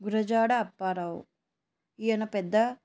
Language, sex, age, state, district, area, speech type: Telugu, female, 18-30, Andhra Pradesh, Sri Satya Sai, urban, spontaneous